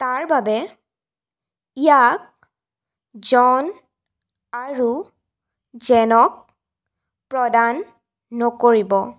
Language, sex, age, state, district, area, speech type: Assamese, female, 18-30, Assam, Sonitpur, rural, read